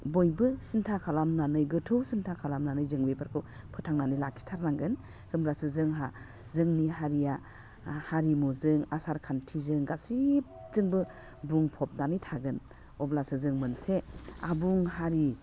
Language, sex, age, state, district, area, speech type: Bodo, female, 45-60, Assam, Udalguri, urban, spontaneous